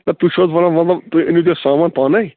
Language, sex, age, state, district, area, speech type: Kashmiri, male, 45-60, Jammu and Kashmir, Bandipora, rural, conversation